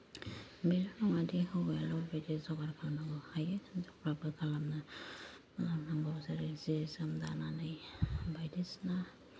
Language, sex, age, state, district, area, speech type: Bodo, female, 30-45, Assam, Kokrajhar, rural, spontaneous